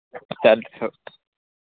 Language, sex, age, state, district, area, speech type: Marathi, male, 18-30, Maharashtra, Beed, rural, conversation